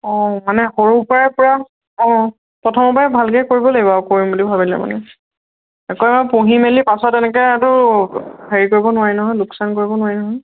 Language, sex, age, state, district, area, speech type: Assamese, female, 30-45, Assam, Lakhimpur, rural, conversation